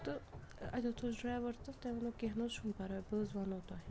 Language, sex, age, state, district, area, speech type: Kashmiri, female, 45-60, Jammu and Kashmir, Srinagar, urban, spontaneous